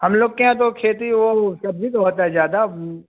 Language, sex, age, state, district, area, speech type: Hindi, male, 30-45, Bihar, Vaishali, rural, conversation